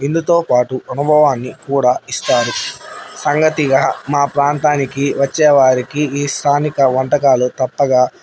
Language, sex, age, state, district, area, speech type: Telugu, male, 30-45, Andhra Pradesh, Nandyal, urban, spontaneous